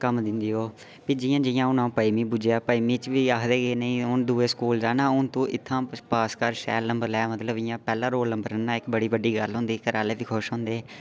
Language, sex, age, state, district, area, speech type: Dogri, male, 18-30, Jammu and Kashmir, Udhampur, rural, spontaneous